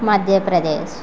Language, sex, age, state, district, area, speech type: Telugu, female, 30-45, Andhra Pradesh, Vizianagaram, rural, spontaneous